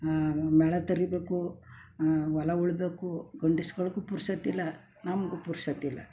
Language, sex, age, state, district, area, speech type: Kannada, female, 60+, Karnataka, Mysore, rural, spontaneous